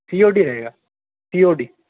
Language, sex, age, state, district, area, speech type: Hindi, male, 18-30, Madhya Pradesh, Bhopal, urban, conversation